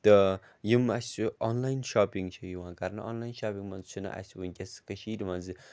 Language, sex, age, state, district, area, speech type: Kashmiri, male, 30-45, Jammu and Kashmir, Srinagar, urban, spontaneous